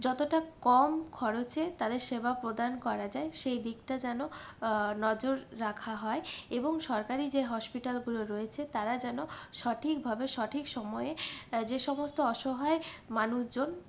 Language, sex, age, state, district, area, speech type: Bengali, female, 45-60, West Bengal, Purulia, urban, spontaneous